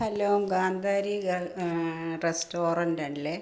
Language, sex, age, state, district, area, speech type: Malayalam, female, 45-60, Kerala, Kottayam, rural, spontaneous